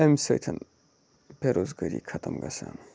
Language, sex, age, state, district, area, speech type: Kashmiri, male, 18-30, Jammu and Kashmir, Budgam, rural, spontaneous